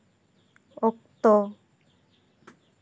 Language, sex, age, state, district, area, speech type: Santali, female, 18-30, West Bengal, Bankura, rural, read